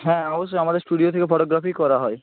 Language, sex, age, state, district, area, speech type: Bengali, male, 45-60, West Bengal, Purba Medinipur, rural, conversation